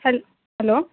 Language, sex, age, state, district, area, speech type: Kannada, female, 30-45, Karnataka, Hassan, rural, conversation